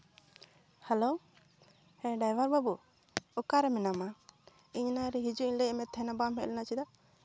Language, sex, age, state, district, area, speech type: Santali, female, 18-30, West Bengal, Purulia, rural, spontaneous